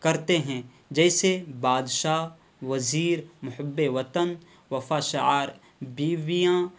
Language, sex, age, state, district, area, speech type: Urdu, male, 18-30, Bihar, Purnia, rural, spontaneous